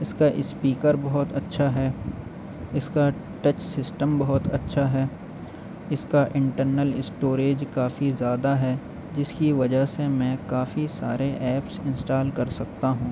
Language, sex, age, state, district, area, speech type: Urdu, male, 18-30, Uttar Pradesh, Aligarh, urban, spontaneous